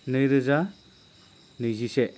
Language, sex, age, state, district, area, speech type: Bodo, male, 30-45, Assam, Chirang, rural, spontaneous